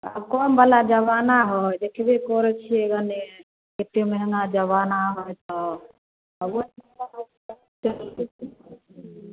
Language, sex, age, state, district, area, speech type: Maithili, female, 30-45, Bihar, Samastipur, urban, conversation